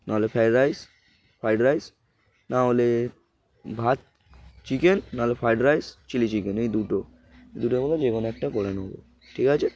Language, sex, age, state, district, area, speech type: Bengali, male, 18-30, West Bengal, Darjeeling, urban, spontaneous